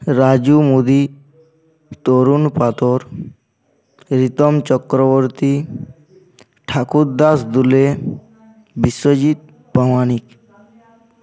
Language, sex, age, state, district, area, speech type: Bengali, male, 18-30, West Bengal, Uttar Dinajpur, urban, spontaneous